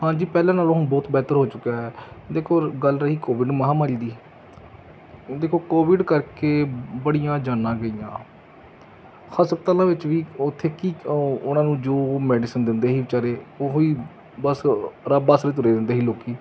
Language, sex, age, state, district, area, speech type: Punjabi, male, 30-45, Punjab, Gurdaspur, rural, spontaneous